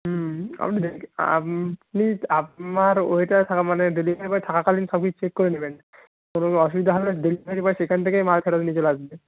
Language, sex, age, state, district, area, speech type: Bengali, male, 45-60, West Bengal, Nadia, rural, conversation